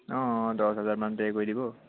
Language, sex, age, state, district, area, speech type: Assamese, male, 18-30, Assam, Sivasagar, urban, conversation